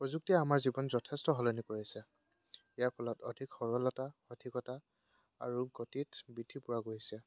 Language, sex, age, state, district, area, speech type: Assamese, male, 18-30, Assam, Dibrugarh, rural, spontaneous